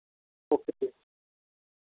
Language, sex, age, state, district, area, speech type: Punjabi, male, 30-45, Punjab, Mohali, urban, conversation